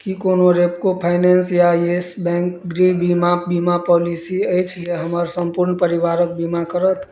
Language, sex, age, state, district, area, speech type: Maithili, male, 30-45, Bihar, Madhubani, rural, read